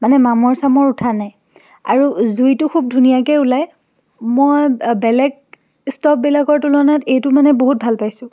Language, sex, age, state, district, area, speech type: Assamese, female, 18-30, Assam, Dhemaji, rural, spontaneous